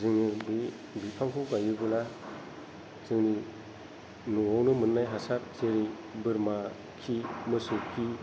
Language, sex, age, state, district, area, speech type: Bodo, female, 45-60, Assam, Kokrajhar, rural, spontaneous